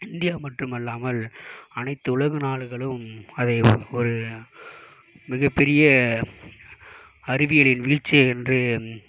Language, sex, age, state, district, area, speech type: Tamil, male, 18-30, Tamil Nadu, Mayiladuthurai, urban, spontaneous